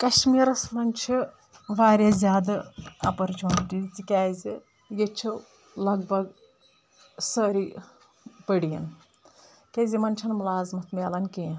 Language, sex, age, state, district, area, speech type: Kashmiri, female, 30-45, Jammu and Kashmir, Anantnag, rural, spontaneous